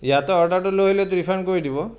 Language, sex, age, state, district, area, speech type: Assamese, male, 45-60, Assam, Morigaon, rural, spontaneous